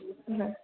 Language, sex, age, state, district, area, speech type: Assamese, female, 18-30, Assam, Goalpara, urban, conversation